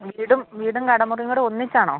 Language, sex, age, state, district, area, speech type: Malayalam, female, 45-60, Kerala, Idukki, rural, conversation